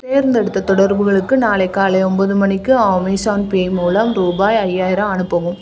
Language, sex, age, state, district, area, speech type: Tamil, female, 30-45, Tamil Nadu, Dharmapuri, urban, read